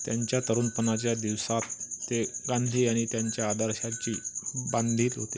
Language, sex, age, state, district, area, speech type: Marathi, male, 45-60, Maharashtra, Amravati, rural, read